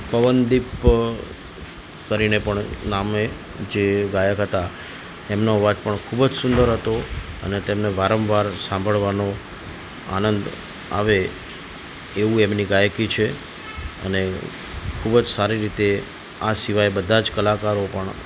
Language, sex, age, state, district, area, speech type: Gujarati, male, 45-60, Gujarat, Ahmedabad, urban, spontaneous